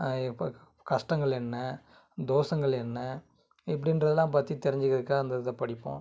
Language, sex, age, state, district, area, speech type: Tamil, male, 30-45, Tamil Nadu, Kanyakumari, urban, spontaneous